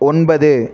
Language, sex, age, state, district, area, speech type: Tamil, male, 18-30, Tamil Nadu, Namakkal, rural, read